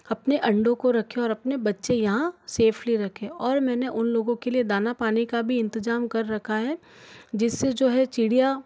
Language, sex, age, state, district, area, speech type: Hindi, female, 18-30, Rajasthan, Jodhpur, urban, spontaneous